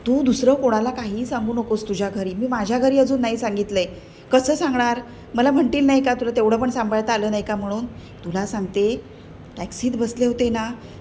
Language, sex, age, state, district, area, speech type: Marathi, female, 45-60, Maharashtra, Ratnagiri, urban, spontaneous